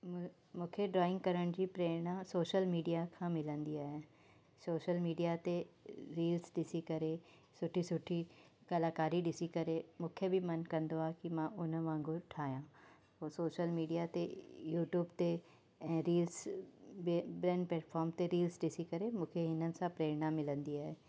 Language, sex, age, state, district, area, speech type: Sindhi, female, 30-45, Uttar Pradesh, Lucknow, urban, spontaneous